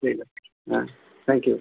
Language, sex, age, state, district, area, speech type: Bengali, male, 45-60, West Bengal, Kolkata, urban, conversation